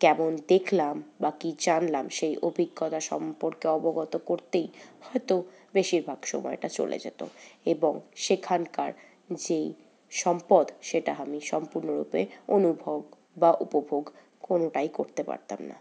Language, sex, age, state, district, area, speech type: Bengali, female, 18-30, West Bengal, Paschim Bardhaman, urban, spontaneous